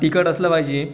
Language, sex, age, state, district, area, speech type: Marathi, male, 45-60, Maharashtra, Yavatmal, rural, spontaneous